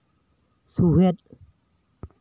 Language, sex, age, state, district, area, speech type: Santali, male, 18-30, West Bengal, Bankura, rural, read